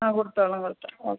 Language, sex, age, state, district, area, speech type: Malayalam, female, 45-60, Kerala, Alappuzha, rural, conversation